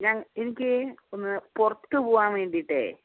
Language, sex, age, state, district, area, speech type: Malayalam, male, 18-30, Kerala, Wayanad, rural, conversation